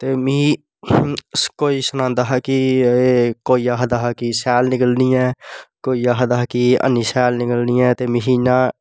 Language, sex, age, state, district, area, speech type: Dogri, male, 18-30, Jammu and Kashmir, Samba, urban, spontaneous